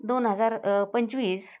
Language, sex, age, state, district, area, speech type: Marathi, female, 60+, Maharashtra, Osmanabad, rural, spontaneous